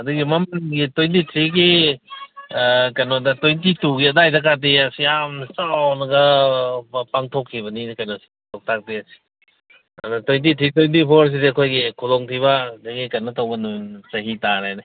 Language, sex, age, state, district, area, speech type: Manipuri, male, 60+, Manipur, Kangpokpi, urban, conversation